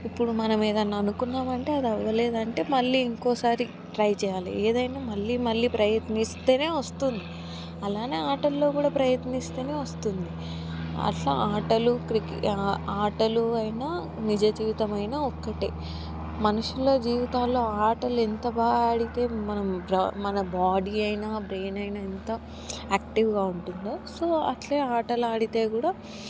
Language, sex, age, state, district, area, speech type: Telugu, female, 18-30, Telangana, Hyderabad, urban, spontaneous